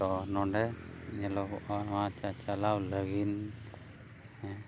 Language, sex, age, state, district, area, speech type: Santali, male, 30-45, Odisha, Mayurbhanj, rural, spontaneous